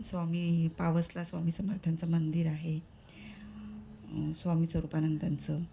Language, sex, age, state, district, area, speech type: Marathi, female, 45-60, Maharashtra, Ratnagiri, urban, spontaneous